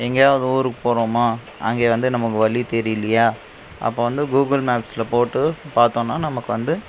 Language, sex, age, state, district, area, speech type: Tamil, male, 30-45, Tamil Nadu, Krishnagiri, rural, spontaneous